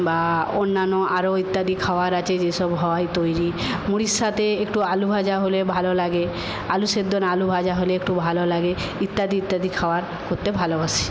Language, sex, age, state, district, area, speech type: Bengali, female, 45-60, West Bengal, Paschim Medinipur, rural, spontaneous